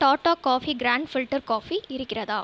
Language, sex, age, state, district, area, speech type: Tamil, female, 18-30, Tamil Nadu, Viluppuram, rural, read